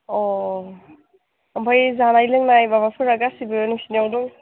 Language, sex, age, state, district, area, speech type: Bodo, female, 18-30, Assam, Udalguri, rural, conversation